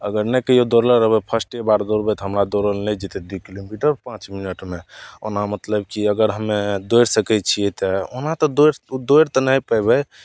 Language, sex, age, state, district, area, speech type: Maithili, male, 18-30, Bihar, Madhepura, rural, spontaneous